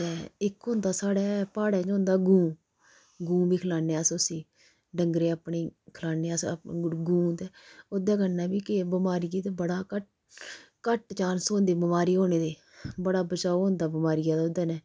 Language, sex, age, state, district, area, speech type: Dogri, female, 30-45, Jammu and Kashmir, Udhampur, rural, spontaneous